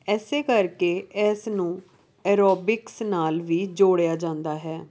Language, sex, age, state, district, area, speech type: Punjabi, female, 30-45, Punjab, Jalandhar, urban, spontaneous